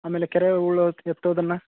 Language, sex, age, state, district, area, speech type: Kannada, male, 30-45, Karnataka, Dharwad, rural, conversation